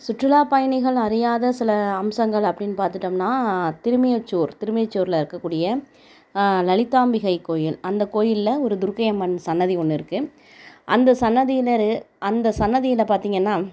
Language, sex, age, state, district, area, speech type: Tamil, female, 30-45, Tamil Nadu, Tiruvarur, rural, spontaneous